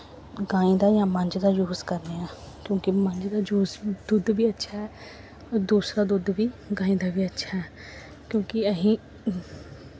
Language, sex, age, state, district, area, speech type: Dogri, female, 18-30, Jammu and Kashmir, Samba, rural, spontaneous